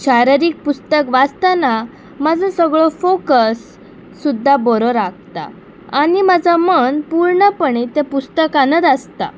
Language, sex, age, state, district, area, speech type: Goan Konkani, female, 18-30, Goa, Pernem, rural, spontaneous